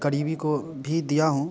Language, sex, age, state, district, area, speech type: Hindi, male, 30-45, Bihar, Muzaffarpur, rural, spontaneous